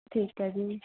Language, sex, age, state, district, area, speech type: Punjabi, female, 18-30, Punjab, Mansa, urban, conversation